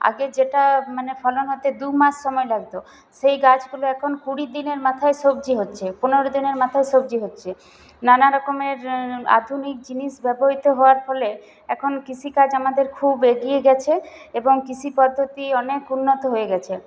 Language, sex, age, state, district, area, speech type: Bengali, female, 18-30, West Bengal, Paschim Bardhaman, urban, spontaneous